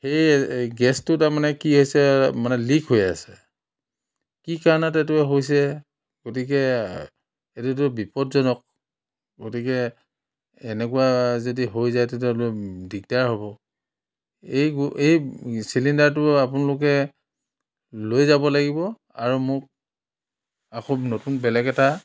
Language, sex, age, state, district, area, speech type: Assamese, male, 60+, Assam, Biswanath, rural, spontaneous